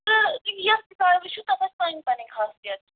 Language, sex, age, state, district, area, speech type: Kashmiri, female, 45-60, Jammu and Kashmir, Kupwara, rural, conversation